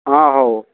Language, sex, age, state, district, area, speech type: Odia, male, 60+, Odisha, Gajapati, rural, conversation